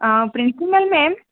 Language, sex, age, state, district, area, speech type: Gujarati, female, 18-30, Gujarat, Junagadh, urban, conversation